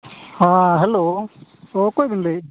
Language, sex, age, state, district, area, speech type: Santali, male, 45-60, Jharkhand, East Singhbhum, rural, conversation